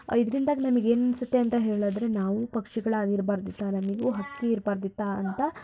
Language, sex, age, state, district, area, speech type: Kannada, female, 18-30, Karnataka, Shimoga, urban, spontaneous